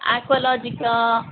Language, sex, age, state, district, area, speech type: Telugu, female, 18-30, Telangana, Suryapet, urban, conversation